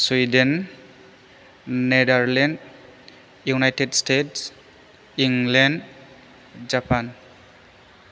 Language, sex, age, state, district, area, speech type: Bodo, male, 18-30, Assam, Chirang, rural, spontaneous